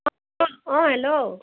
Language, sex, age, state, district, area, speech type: Assamese, female, 45-60, Assam, Morigaon, rural, conversation